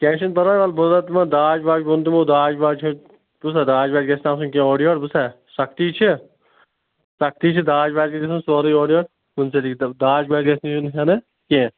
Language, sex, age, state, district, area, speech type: Kashmiri, male, 30-45, Jammu and Kashmir, Anantnag, rural, conversation